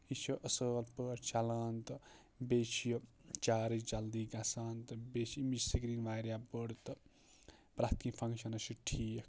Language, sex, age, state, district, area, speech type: Kashmiri, male, 30-45, Jammu and Kashmir, Kupwara, rural, spontaneous